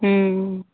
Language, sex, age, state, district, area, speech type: Maithili, female, 30-45, Bihar, Samastipur, rural, conversation